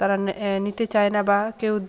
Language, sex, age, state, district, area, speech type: Bengali, female, 18-30, West Bengal, Jalpaiguri, rural, spontaneous